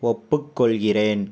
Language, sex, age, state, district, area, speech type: Tamil, male, 30-45, Tamil Nadu, Pudukkottai, rural, read